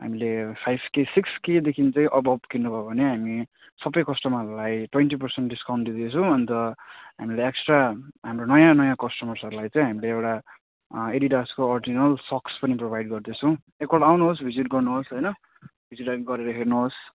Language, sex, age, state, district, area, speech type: Nepali, male, 30-45, West Bengal, Jalpaiguri, urban, conversation